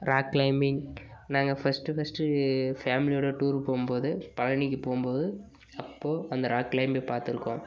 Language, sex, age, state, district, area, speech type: Tamil, male, 18-30, Tamil Nadu, Dharmapuri, urban, spontaneous